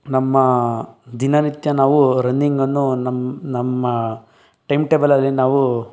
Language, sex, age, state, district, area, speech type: Kannada, male, 18-30, Karnataka, Tumkur, rural, spontaneous